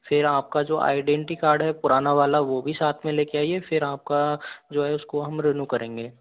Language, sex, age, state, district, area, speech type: Hindi, male, 30-45, Rajasthan, Karauli, rural, conversation